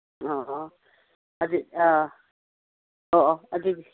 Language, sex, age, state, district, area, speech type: Manipuri, female, 60+, Manipur, Imphal East, rural, conversation